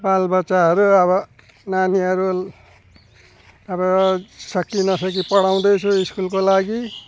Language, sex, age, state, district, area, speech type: Nepali, male, 60+, West Bengal, Alipurduar, urban, spontaneous